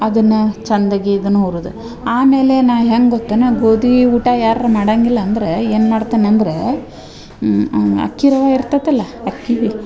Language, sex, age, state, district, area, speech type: Kannada, female, 45-60, Karnataka, Dharwad, rural, spontaneous